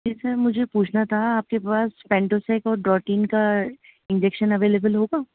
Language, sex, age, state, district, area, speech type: Urdu, female, 30-45, Delhi, North East Delhi, urban, conversation